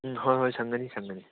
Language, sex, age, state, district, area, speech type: Manipuri, male, 18-30, Manipur, Churachandpur, rural, conversation